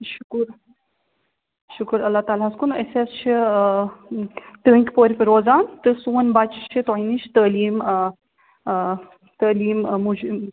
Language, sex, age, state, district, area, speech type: Kashmiri, female, 45-60, Jammu and Kashmir, Srinagar, urban, conversation